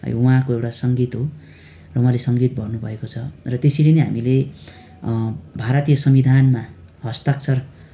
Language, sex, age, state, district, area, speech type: Nepali, male, 18-30, West Bengal, Darjeeling, rural, spontaneous